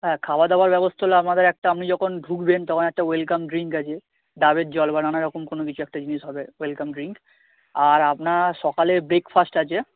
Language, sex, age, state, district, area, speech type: Bengali, male, 18-30, West Bengal, South 24 Parganas, rural, conversation